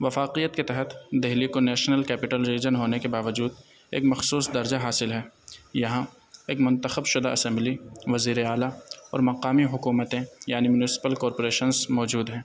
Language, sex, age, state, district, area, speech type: Urdu, male, 30-45, Delhi, North East Delhi, urban, spontaneous